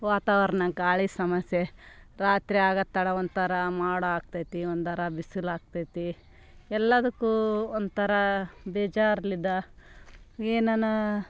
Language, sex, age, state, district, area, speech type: Kannada, female, 30-45, Karnataka, Vijayanagara, rural, spontaneous